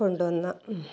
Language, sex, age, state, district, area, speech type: Malayalam, female, 45-60, Kerala, Kasaragod, rural, spontaneous